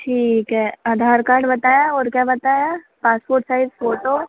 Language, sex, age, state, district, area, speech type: Hindi, female, 30-45, Madhya Pradesh, Harda, urban, conversation